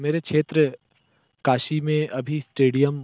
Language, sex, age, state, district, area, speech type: Hindi, male, 30-45, Uttar Pradesh, Mirzapur, rural, spontaneous